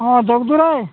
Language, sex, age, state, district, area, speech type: Odia, male, 45-60, Odisha, Nabarangpur, rural, conversation